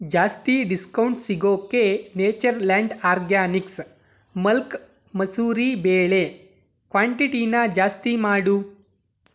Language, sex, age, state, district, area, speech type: Kannada, male, 18-30, Karnataka, Tumkur, urban, read